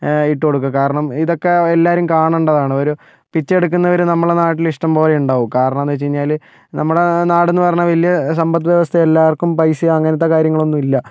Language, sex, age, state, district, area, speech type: Malayalam, male, 30-45, Kerala, Kozhikode, urban, spontaneous